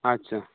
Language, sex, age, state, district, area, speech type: Santali, male, 30-45, West Bengal, Birbhum, rural, conversation